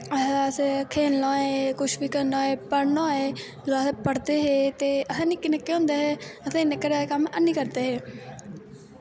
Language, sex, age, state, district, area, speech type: Dogri, female, 18-30, Jammu and Kashmir, Kathua, rural, spontaneous